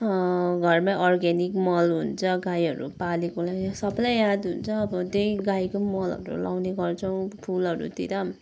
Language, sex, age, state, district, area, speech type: Nepali, male, 60+, West Bengal, Kalimpong, rural, spontaneous